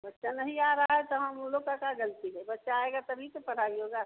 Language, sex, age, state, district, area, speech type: Hindi, female, 60+, Bihar, Vaishali, urban, conversation